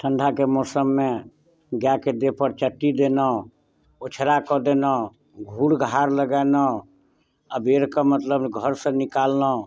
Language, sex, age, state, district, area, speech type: Maithili, male, 60+, Bihar, Muzaffarpur, rural, spontaneous